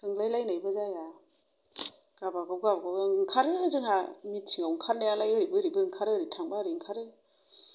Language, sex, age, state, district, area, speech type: Bodo, female, 30-45, Assam, Kokrajhar, rural, spontaneous